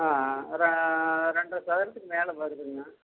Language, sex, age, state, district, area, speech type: Tamil, male, 45-60, Tamil Nadu, Erode, rural, conversation